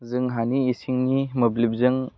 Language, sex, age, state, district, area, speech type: Bodo, male, 18-30, Assam, Udalguri, urban, spontaneous